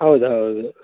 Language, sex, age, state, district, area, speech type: Kannada, male, 30-45, Karnataka, Uttara Kannada, rural, conversation